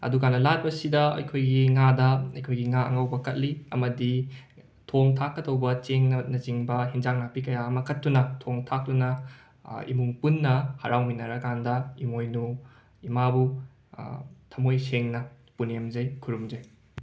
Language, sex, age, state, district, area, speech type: Manipuri, male, 18-30, Manipur, Imphal West, rural, spontaneous